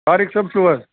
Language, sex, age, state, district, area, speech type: Kashmiri, male, 45-60, Jammu and Kashmir, Bandipora, rural, conversation